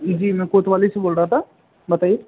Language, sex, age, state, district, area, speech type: Hindi, male, 18-30, Rajasthan, Bharatpur, rural, conversation